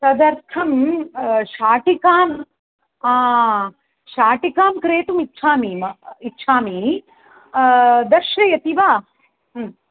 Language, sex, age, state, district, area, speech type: Sanskrit, female, 60+, Tamil Nadu, Chennai, urban, conversation